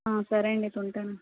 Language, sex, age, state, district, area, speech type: Telugu, female, 30-45, Andhra Pradesh, Vizianagaram, urban, conversation